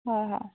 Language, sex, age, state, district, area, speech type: Assamese, female, 30-45, Assam, Dhemaji, rural, conversation